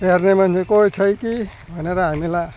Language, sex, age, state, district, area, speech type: Nepali, male, 60+, West Bengal, Alipurduar, urban, spontaneous